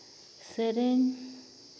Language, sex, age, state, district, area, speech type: Santali, female, 30-45, Jharkhand, Seraikela Kharsawan, rural, spontaneous